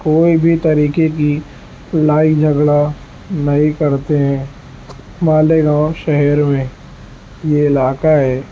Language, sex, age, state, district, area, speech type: Urdu, male, 18-30, Maharashtra, Nashik, urban, spontaneous